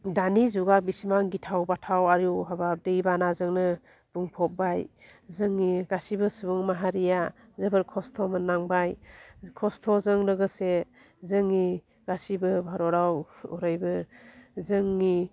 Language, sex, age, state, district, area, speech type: Bodo, female, 60+, Assam, Chirang, rural, spontaneous